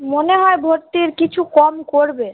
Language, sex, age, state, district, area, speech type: Bengali, female, 18-30, West Bengal, Malda, urban, conversation